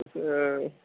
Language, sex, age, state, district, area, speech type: Marathi, male, 18-30, Maharashtra, Ratnagiri, rural, conversation